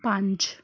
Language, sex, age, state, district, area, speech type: Punjabi, female, 18-30, Punjab, Shaheed Bhagat Singh Nagar, rural, read